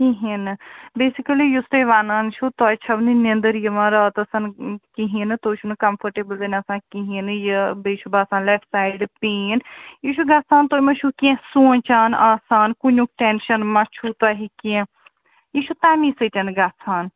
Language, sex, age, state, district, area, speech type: Kashmiri, female, 45-60, Jammu and Kashmir, Srinagar, urban, conversation